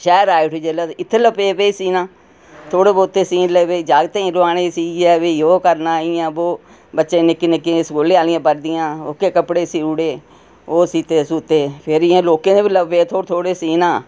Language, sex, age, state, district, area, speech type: Dogri, female, 60+, Jammu and Kashmir, Reasi, urban, spontaneous